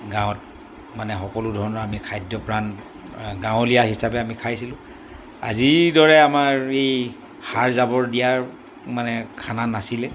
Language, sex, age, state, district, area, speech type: Assamese, male, 60+, Assam, Dibrugarh, rural, spontaneous